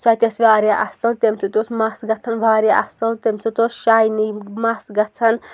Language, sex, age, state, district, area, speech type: Kashmiri, female, 30-45, Jammu and Kashmir, Shopian, rural, spontaneous